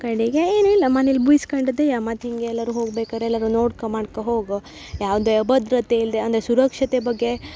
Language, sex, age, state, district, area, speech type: Kannada, female, 18-30, Karnataka, Uttara Kannada, rural, spontaneous